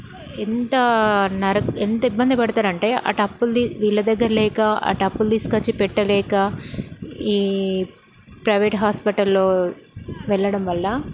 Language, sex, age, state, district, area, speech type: Telugu, female, 30-45, Telangana, Karimnagar, rural, spontaneous